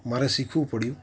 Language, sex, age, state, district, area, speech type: Gujarati, male, 45-60, Gujarat, Ahmedabad, urban, spontaneous